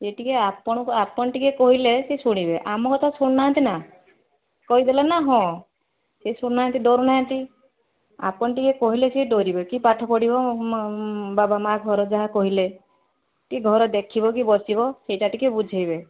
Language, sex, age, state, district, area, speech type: Odia, female, 60+, Odisha, Balasore, rural, conversation